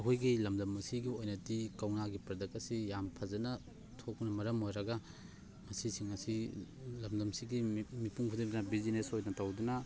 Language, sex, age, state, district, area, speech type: Manipuri, male, 30-45, Manipur, Thoubal, rural, spontaneous